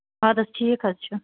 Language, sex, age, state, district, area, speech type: Kashmiri, female, 30-45, Jammu and Kashmir, Budgam, rural, conversation